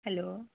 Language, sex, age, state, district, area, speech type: Dogri, female, 30-45, Jammu and Kashmir, Udhampur, urban, conversation